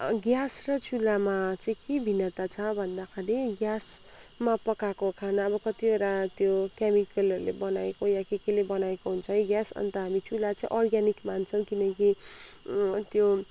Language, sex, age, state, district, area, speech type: Nepali, female, 45-60, West Bengal, Kalimpong, rural, spontaneous